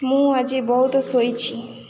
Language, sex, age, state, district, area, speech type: Odia, female, 18-30, Odisha, Kendrapara, urban, read